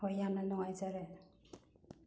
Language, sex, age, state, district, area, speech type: Manipuri, female, 30-45, Manipur, Bishnupur, rural, spontaneous